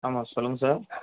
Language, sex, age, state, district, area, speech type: Tamil, male, 30-45, Tamil Nadu, Kallakurichi, urban, conversation